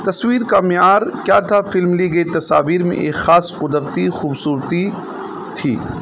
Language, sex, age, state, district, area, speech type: Urdu, male, 30-45, Uttar Pradesh, Balrampur, rural, spontaneous